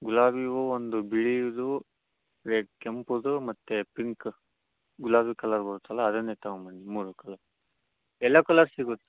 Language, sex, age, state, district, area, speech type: Kannada, male, 30-45, Karnataka, Davanagere, rural, conversation